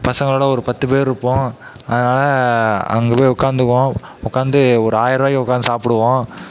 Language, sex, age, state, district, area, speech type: Tamil, male, 18-30, Tamil Nadu, Mayiladuthurai, rural, spontaneous